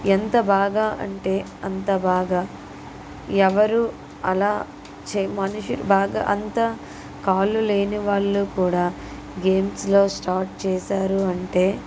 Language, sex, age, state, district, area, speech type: Telugu, female, 45-60, Andhra Pradesh, N T Rama Rao, urban, spontaneous